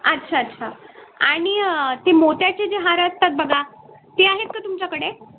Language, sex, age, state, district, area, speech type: Marathi, female, 18-30, Maharashtra, Nanded, rural, conversation